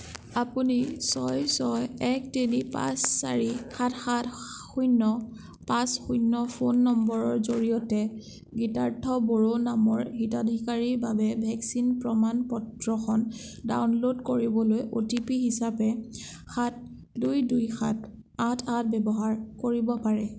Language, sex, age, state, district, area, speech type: Assamese, female, 30-45, Assam, Sonitpur, rural, read